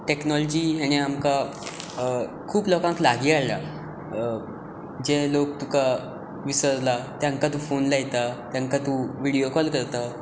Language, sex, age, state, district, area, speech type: Goan Konkani, male, 18-30, Goa, Tiswadi, rural, spontaneous